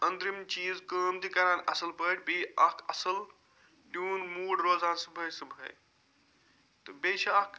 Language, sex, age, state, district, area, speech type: Kashmiri, male, 45-60, Jammu and Kashmir, Budgam, urban, spontaneous